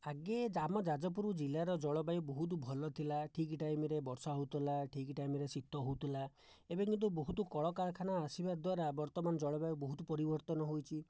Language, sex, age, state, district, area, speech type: Odia, male, 60+, Odisha, Jajpur, rural, spontaneous